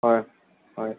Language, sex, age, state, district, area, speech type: Assamese, male, 18-30, Assam, Lakhimpur, rural, conversation